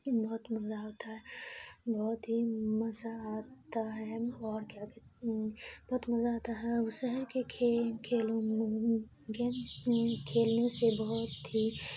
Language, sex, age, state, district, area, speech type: Urdu, female, 18-30, Bihar, Khagaria, rural, spontaneous